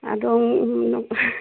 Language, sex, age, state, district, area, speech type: Manipuri, female, 45-60, Manipur, Churachandpur, rural, conversation